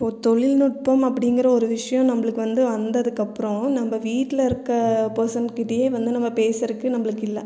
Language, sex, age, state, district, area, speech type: Tamil, female, 30-45, Tamil Nadu, Erode, rural, spontaneous